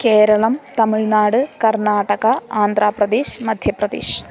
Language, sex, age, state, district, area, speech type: Sanskrit, female, 18-30, Kerala, Thrissur, rural, spontaneous